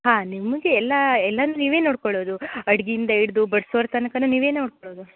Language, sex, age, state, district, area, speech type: Kannada, female, 30-45, Karnataka, Uttara Kannada, rural, conversation